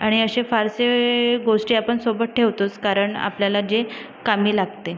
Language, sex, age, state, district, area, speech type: Marathi, female, 30-45, Maharashtra, Nagpur, urban, spontaneous